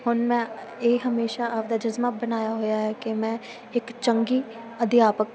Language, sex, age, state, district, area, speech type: Punjabi, female, 18-30, Punjab, Muktsar, urban, spontaneous